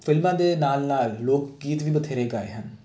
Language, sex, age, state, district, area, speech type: Punjabi, male, 18-30, Punjab, Jalandhar, urban, spontaneous